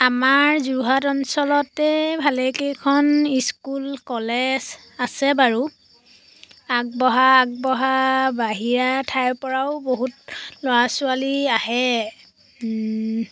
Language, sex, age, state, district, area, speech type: Assamese, female, 30-45, Assam, Jorhat, urban, spontaneous